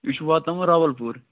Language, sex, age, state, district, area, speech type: Kashmiri, male, 45-60, Jammu and Kashmir, Budgam, rural, conversation